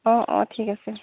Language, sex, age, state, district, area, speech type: Assamese, female, 18-30, Assam, Dibrugarh, rural, conversation